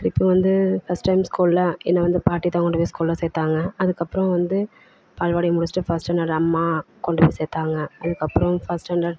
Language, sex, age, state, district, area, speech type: Tamil, female, 45-60, Tamil Nadu, Perambalur, rural, spontaneous